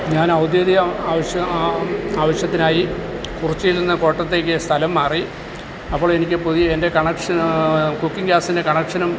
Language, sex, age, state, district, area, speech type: Malayalam, male, 60+, Kerala, Kottayam, urban, spontaneous